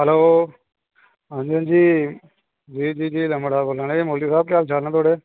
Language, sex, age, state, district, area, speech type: Dogri, male, 18-30, Jammu and Kashmir, Kathua, rural, conversation